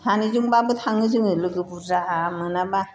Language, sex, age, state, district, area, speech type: Bodo, female, 60+, Assam, Chirang, rural, spontaneous